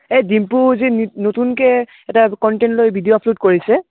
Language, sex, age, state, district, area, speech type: Assamese, male, 18-30, Assam, Barpeta, rural, conversation